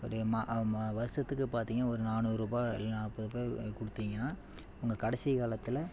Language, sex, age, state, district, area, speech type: Tamil, male, 18-30, Tamil Nadu, Namakkal, rural, spontaneous